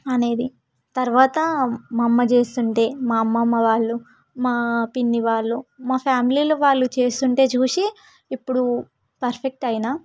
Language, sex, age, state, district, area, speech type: Telugu, female, 18-30, Telangana, Hyderabad, rural, spontaneous